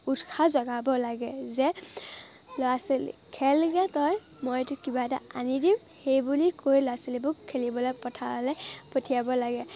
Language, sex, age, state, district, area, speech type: Assamese, female, 18-30, Assam, Majuli, urban, spontaneous